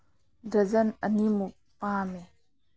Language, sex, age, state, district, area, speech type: Manipuri, female, 30-45, Manipur, Imphal East, rural, spontaneous